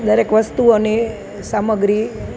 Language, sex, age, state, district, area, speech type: Gujarati, female, 45-60, Gujarat, Junagadh, rural, spontaneous